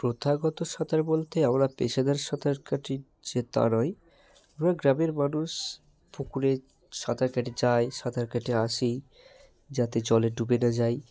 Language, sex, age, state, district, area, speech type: Bengali, male, 18-30, West Bengal, Hooghly, urban, spontaneous